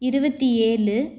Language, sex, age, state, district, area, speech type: Tamil, female, 18-30, Tamil Nadu, Tiruchirappalli, urban, spontaneous